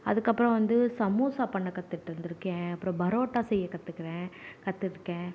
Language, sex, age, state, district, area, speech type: Tamil, female, 18-30, Tamil Nadu, Nagapattinam, rural, spontaneous